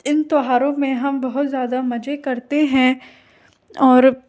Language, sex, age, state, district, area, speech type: Hindi, female, 30-45, Rajasthan, Karauli, urban, spontaneous